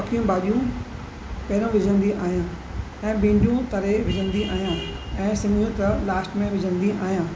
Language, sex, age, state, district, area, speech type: Sindhi, female, 60+, Maharashtra, Mumbai Suburban, urban, spontaneous